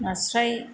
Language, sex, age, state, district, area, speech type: Bodo, female, 45-60, Assam, Chirang, rural, spontaneous